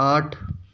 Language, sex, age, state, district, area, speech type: Urdu, male, 30-45, Delhi, Central Delhi, urban, read